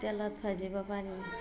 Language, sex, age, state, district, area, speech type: Assamese, female, 45-60, Assam, Darrang, rural, spontaneous